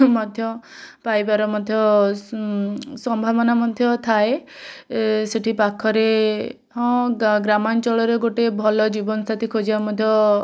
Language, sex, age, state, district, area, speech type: Odia, female, 18-30, Odisha, Bhadrak, rural, spontaneous